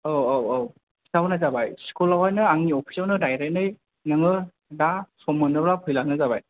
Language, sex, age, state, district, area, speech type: Bodo, male, 18-30, Assam, Chirang, rural, conversation